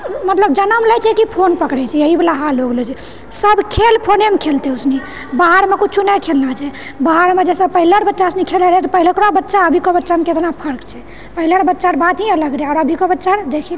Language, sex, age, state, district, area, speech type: Maithili, female, 30-45, Bihar, Purnia, rural, spontaneous